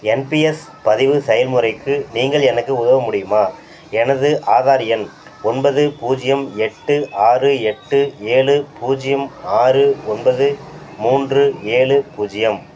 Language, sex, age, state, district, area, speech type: Tamil, male, 45-60, Tamil Nadu, Thanjavur, rural, read